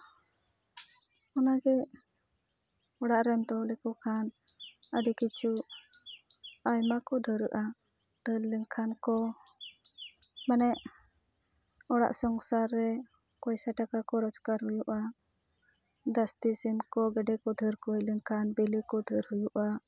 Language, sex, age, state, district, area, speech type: Santali, female, 30-45, West Bengal, Jhargram, rural, spontaneous